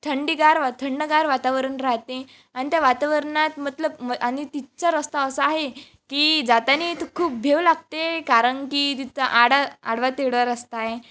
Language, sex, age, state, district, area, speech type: Marathi, female, 18-30, Maharashtra, Wardha, rural, spontaneous